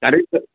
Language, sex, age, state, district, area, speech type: Marathi, female, 30-45, Maharashtra, Nagpur, rural, conversation